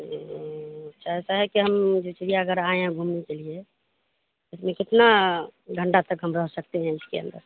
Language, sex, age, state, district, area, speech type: Urdu, female, 30-45, Bihar, Madhubani, rural, conversation